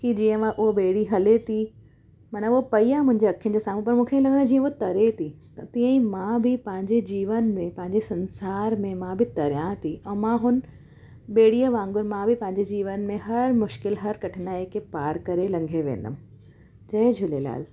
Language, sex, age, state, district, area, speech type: Sindhi, female, 30-45, Gujarat, Surat, urban, spontaneous